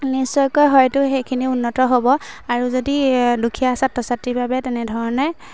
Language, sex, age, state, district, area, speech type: Assamese, female, 18-30, Assam, Majuli, urban, spontaneous